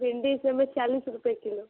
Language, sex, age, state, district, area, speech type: Hindi, female, 18-30, Uttar Pradesh, Sonbhadra, rural, conversation